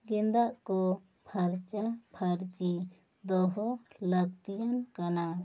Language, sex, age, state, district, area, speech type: Santali, female, 18-30, West Bengal, Bankura, rural, spontaneous